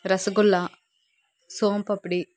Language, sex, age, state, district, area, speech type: Telugu, female, 30-45, Andhra Pradesh, Nandyal, urban, spontaneous